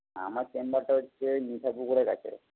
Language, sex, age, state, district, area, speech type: Bengali, male, 45-60, West Bengal, Purba Bardhaman, rural, conversation